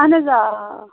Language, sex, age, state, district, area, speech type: Kashmiri, female, 30-45, Jammu and Kashmir, Pulwama, rural, conversation